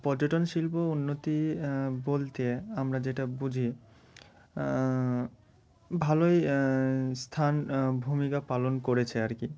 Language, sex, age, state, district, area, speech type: Bengali, male, 18-30, West Bengal, Murshidabad, urban, spontaneous